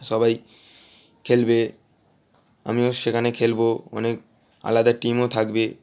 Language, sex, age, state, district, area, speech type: Bengali, male, 18-30, West Bengal, Howrah, urban, spontaneous